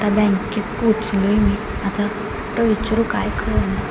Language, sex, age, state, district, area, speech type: Marathi, female, 18-30, Maharashtra, Satara, urban, spontaneous